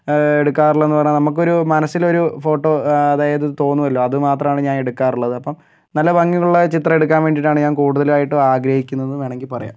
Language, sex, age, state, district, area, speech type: Malayalam, male, 60+, Kerala, Kozhikode, urban, spontaneous